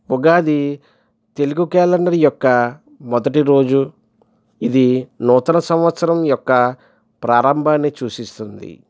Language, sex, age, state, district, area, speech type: Telugu, male, 45-60, Andhra Pradesh, East Godavari, rural, spontaneous